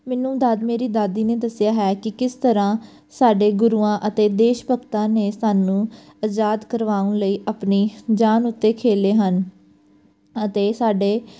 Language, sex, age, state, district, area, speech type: Punjabi, female, 18-30, Punjab, Pathankot, rural, spontaneous